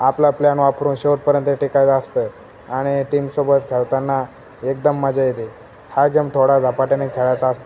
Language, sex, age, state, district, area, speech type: Marathi, male, 18-30, Maharashtra, Jalna, urban, spontaneous